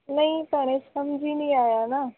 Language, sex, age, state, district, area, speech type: Punjabi, female, 18-30, Punjab, Faridkot, urban, conversation